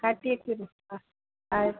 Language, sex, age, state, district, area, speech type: Kannada, female, 60+, Karnataka, Dakshina Kannada, rural, conversation